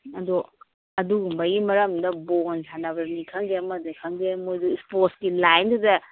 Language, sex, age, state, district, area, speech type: Manipuri, female, 45-60, Manipur, Kangpokpi, urban, conversation